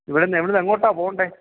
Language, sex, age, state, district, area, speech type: Malayalam, male, 45-60, Kerala, Thiruvananthapuram, urban, conversation